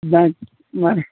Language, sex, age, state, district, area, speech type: Telugu, male, 30-45, Telangana, Kamareddy, urban, conversation